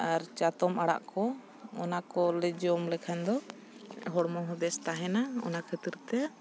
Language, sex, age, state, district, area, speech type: Santali, female, 30-45, Jharkhand, Bokaro, rural, spontaneous